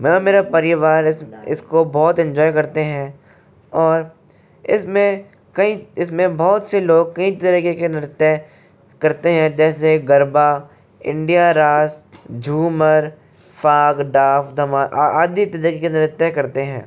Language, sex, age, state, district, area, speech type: Hindi, male, 60+, Rajasthan, Jaipur, urban, spontaneous